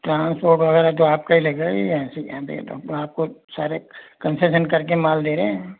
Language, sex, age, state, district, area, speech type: Hindi, male, 60+, Rajasthan, Jaipur, urban, conversation